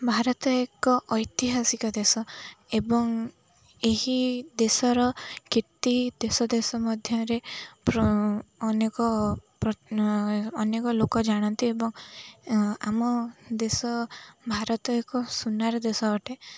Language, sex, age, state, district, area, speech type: Odia, female, 18-30, Odisha, Jagatsinghpur, urban, spontaneous